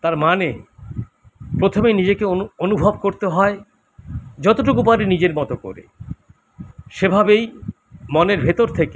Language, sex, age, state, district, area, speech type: Bengali, male, 60+, West Bengal, Kolkata, urban, spontaneous